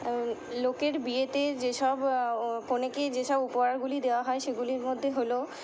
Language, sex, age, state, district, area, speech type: Bengali, female, 60+, West Bengal, Purba Bardhaman, urban, spontaneous